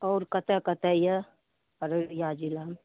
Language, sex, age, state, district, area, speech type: Maithili, female, 60+, Bihar, Araria, rural, conversation